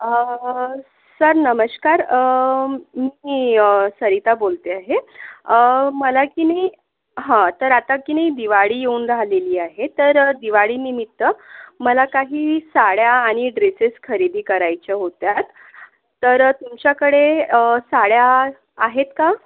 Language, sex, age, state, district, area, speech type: Marathi, female, 45-60, Maharashtra, Yavatmal, urban, conversation